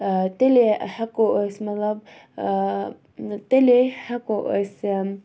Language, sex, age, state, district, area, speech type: Kashmiri, female, 30-45, Jammu and Kashmir, Budgam, rural, spontaneous